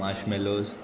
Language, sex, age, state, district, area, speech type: Goan Konkani, male, 18-30, Goa, Murmgao, urban, spontaneous